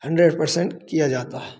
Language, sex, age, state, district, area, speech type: Hindi, male, 30-45, Madhya Pradesh, Hoshangabad, rural, spontaneous